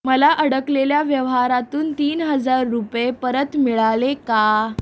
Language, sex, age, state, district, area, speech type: Marathi, female, 18-30, Maharashtra, Mumbai Suburban, urban, read